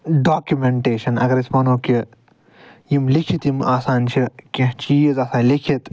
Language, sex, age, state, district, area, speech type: Kashmiri, male, 45-60, Jammu and Kashmir, Srinagar, urban, spontaneous